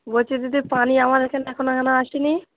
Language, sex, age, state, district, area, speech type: Bengali, female, 30-45, West Bengal, Dakshin Dinajpur, urban, conversation